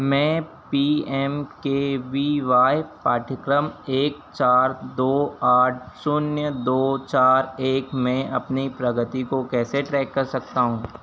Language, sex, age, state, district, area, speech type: Hindi, male, 30-45, Madhya Pradesh, Harda, urban, read